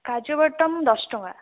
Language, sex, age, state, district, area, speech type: Odia, female, 18-30, Odisha, Nayagarh, rural, conversation